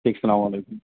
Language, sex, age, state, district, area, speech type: Urdu, male, 30-45, Bihar, Gaya, urban, conversation